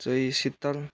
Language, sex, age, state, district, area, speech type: Nepali, male, 18-30, West Bengal, Kalimpong, rural, spontaneous